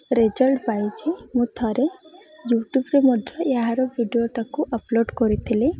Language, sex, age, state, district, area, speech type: Odia, female, 18-30, Odisha, Malkangiri, urban, spontaneous